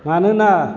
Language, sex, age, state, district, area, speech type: Bodo, male, 60+, Assam, Chirang, rural, spontaneous